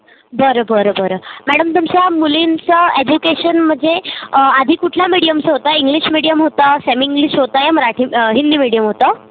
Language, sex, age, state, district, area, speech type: Marathi, female, 30-45, Maharashtra, Nagpur, rural, conversation